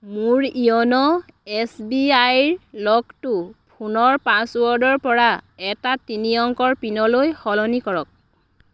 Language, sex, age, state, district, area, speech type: Assamese, female, 30-45, Assam, Biswanath, rural, read